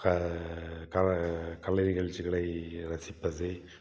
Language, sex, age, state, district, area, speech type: Tamil, male, 60+, Tamil Nadu, Tiruppur, urban, spontaneous